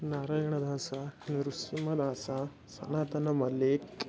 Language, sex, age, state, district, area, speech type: Sanskrit, male, 18-30, Odisha, Bhadrak, rural, spontaneous